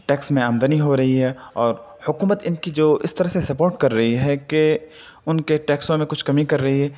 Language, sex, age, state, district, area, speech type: Urdu, male, 18-30, Delhi, Central Delhi, rural, spontaneous